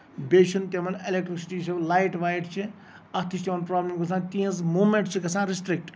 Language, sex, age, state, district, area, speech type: Kashmiri, male, 45-60, Jammu and Kashmir, Ganderbal, rural, spontaneous